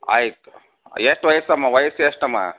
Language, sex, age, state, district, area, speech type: Kannada, male, 60+, Karnataka, Gadag, rural, conversation